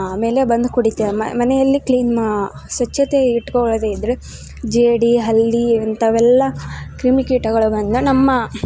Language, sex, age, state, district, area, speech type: Kannada, female, 18-30, Karnataka, Koppal, rural, spontaneous